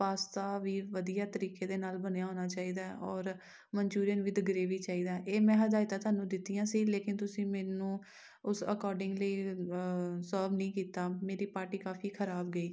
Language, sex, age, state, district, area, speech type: Punjabi, female, 30-45, Punjab, Amritsar, urban, spontaneous